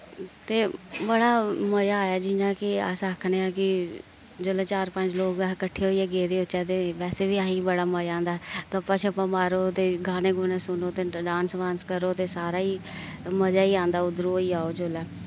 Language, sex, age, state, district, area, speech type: Dogri, female, 18-30, Jammu and Kashmir, Kathua, rural, spontaneous